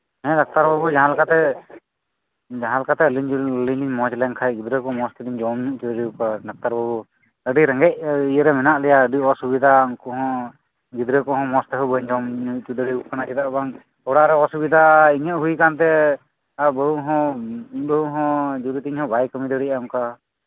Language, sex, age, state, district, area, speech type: Santali, male, 30-45, West Bengal, Birbhum, rural, conversation